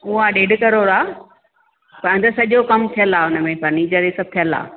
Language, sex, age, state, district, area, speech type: Sindhi, female, 45-60, Maharashtra, Thane, urban, conversation